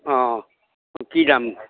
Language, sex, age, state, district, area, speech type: Assamese, male, 60+, Assam, Udalguri, rural, conversation